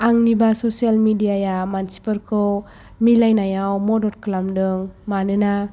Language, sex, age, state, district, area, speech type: Bodo, female, 18-30, Assam, Chirang, rural, spontaneous